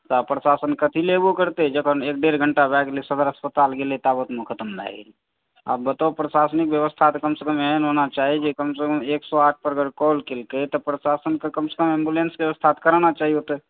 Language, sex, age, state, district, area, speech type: Maithili, male, 30-45, Bihar, Supaul, rural, conversation